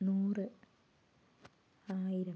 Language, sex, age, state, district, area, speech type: Malayalam, female, 18-30, Kerala, Wayanad, rural, spontaneous